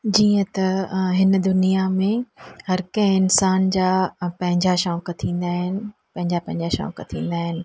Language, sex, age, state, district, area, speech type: Sindhi, female, 45-60, Gujarat, Junagadh, urban, spontaneous